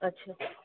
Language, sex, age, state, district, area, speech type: Sindhi, female, 60+, Gujarat, Surat, urban, conversation